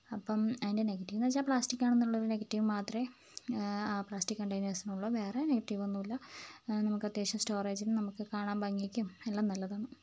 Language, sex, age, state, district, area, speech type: Malayalam, female, 18-30, Kerala, Wayanad, rural, spontaneous